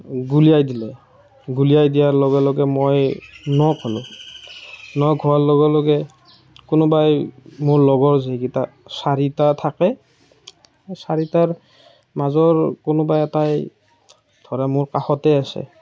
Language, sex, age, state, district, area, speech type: Assamese, male, 30-45, Assam, Morigaon, rural, spontaneous